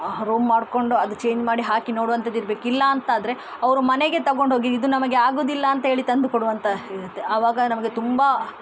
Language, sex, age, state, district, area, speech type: Kannada, female, 30-45, Karnataka, Udupi, rural, spontaneous